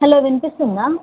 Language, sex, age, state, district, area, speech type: Telugu, female, 30-45, Telangana, Nalgonda, rural, conversation